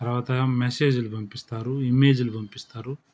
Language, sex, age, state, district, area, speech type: Telugu, male, 30-45, Andhra Pradesh, Chittoor, rural, spontaneous